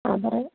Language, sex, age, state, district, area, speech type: Malayalam, female, 30-45, Kerala, Alappuzha, rural, conversation